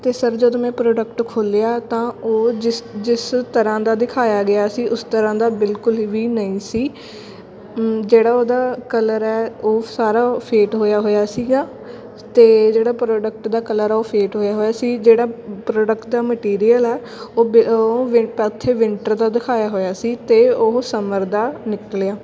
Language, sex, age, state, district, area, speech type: Punjabi, female, 18-30, Punjab, Fatehgarh Sahib, rural, spontaneous